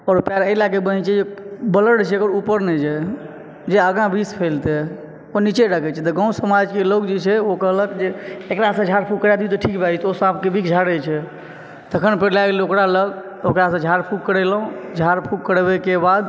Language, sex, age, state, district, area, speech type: Maithili, male, 30-45, Bihar, Supaul, rural, spontaneous